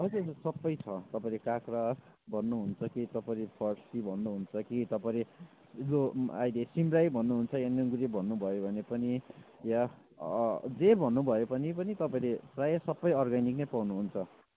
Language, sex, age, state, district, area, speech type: Nepali, male, 18-30, West Bengal, Kalimpong, rural, conversation